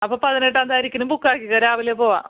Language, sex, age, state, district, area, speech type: Malayalam, female, 30-45, Kerala, Kasaragod, rural, conversation